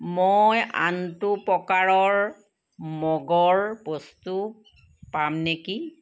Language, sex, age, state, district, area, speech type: Assamese, female, 60+, Assam, Sivasagar, urban, read